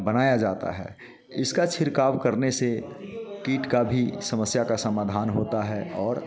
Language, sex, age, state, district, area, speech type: Hindi, male, 45-60, Bihar, Muzaffarpur, urban, spontaneous